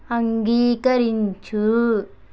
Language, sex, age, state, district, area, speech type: Telugu, male, 45-60, Andhra Pradesh, West Godavari, rural, read